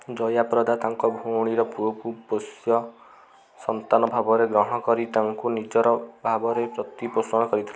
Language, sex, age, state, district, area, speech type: Odia, male, 18-30, Odisha, Kendujhar, urban, read